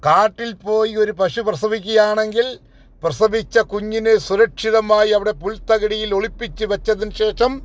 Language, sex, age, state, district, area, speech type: Malayalam, male, 45-60, Kerala, Kollam, rural, spontaneous